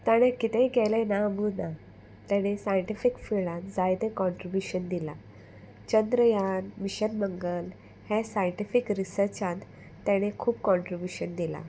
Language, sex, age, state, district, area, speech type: Goan Konkani, female, 18-30, Goa, Salcete, rural, spontaneous